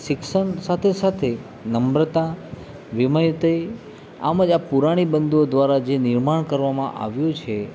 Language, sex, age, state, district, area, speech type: Gujarati, male, 30-45, Gujarat, Narmada, urban, spontaneous